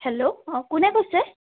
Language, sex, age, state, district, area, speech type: Assamese, female, 18-30, Assam, Majuli, urban, conversation